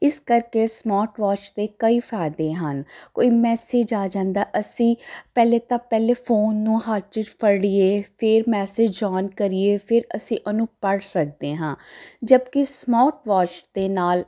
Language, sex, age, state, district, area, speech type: Punjabi, female, 30-45, Punjab, Jalandhar, urban, spontaneous